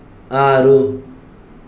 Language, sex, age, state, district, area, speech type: Kannada, male, 18-30, Karnataka, Shimoga, rural, read